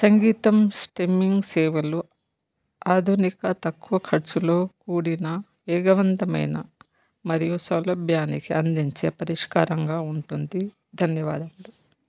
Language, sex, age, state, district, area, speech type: Telugu, female, 30-45, Telangana, Bhadradri Kothagudem, urban, spontaneous